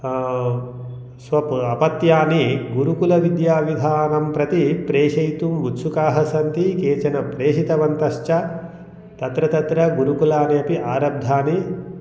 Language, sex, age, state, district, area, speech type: Sanskrit, male, 45-60, Telangana, Mahbubnagar, rural, spontaneous